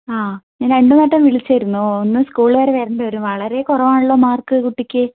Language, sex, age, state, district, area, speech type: Malayalam, female, 18-30, Kerala, Wayanad, rural, conversation